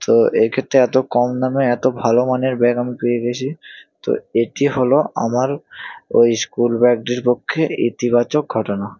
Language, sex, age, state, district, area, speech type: Bengali, male, 18-30, West Bengal, Hooghly, urban, spontaneous